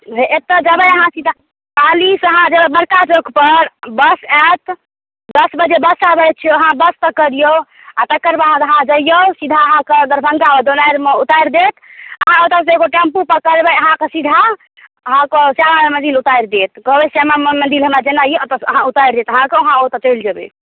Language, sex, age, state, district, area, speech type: Maithili, female, 18-30, Bihar, Darbhanga, rural, conversation